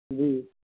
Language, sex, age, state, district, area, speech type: Urdu, male, 18-30, Bihar, Purnia, rural, conversation